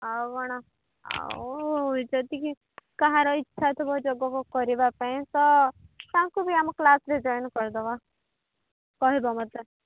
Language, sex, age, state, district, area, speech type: Odia, female, 18-30, Odisha, Sambalpur, rural, conversation